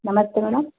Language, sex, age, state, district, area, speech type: Kannada, female, 30-45, Karnataka, Chitradurga, rural, conversation